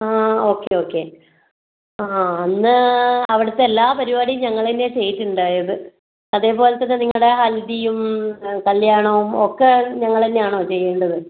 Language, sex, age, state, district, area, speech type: Malayalam, female, 30-45, Kerala, Kannur, rural, conversation